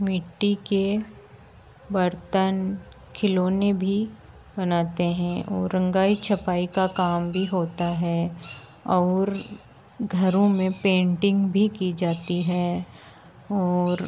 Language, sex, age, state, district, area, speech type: Hindi, female, 18-30, Rajasthan, Nagaur, urban, spontaneous